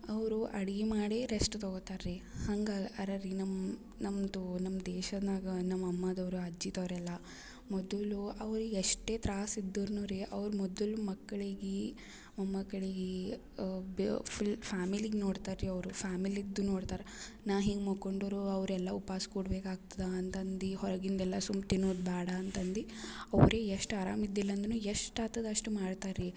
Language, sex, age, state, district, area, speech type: Kannada, female, 18-30, Karnataka, Gulbarga, urban, spontaneous